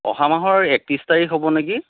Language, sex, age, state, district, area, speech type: Assamese, male, 30-45, Assam, Majuli, urban, conversation